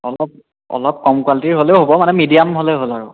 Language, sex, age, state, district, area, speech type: Assamese, male, 18-30, Assam, Biswanath, rural, conversation